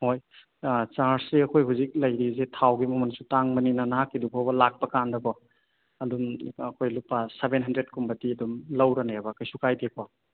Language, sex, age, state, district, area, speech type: Manipuri, male, 30-45, Manipur, Churachandpur, rural, conversation